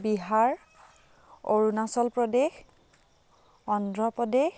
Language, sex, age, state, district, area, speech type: Assamese, female, 18-30, Assam, Biswanath, rural, spontaneous